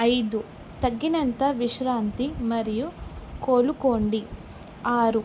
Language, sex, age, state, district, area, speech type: Telugu, female, 18-30, Telangana, Kamareddy, urban, spontaneous